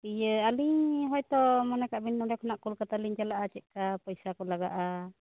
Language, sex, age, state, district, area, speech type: Santali, female, 45-60, West Bengal, Bankura, rural, conversation